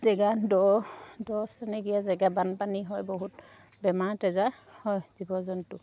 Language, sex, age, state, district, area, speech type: Assamese, female, 30-45, Assam, Sivasagar, rural, spontaneous